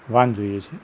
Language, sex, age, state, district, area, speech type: Gujarati, male, 45-60, Gujarat, Ahmedabad, urban, spontaneous